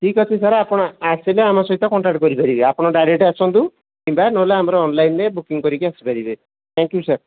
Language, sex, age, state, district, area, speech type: Odia, male, 30-45, Odisha, Sambalpur, rural, conversation